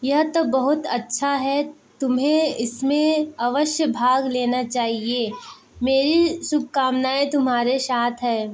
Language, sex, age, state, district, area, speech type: Hindi, female, 18-30, Uttar Pradesh, Azamgarh, urban, read